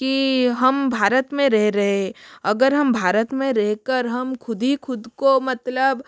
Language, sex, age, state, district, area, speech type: Hindi, female, 45-60, Rajasthan, Jodhpur, rural, spontaneous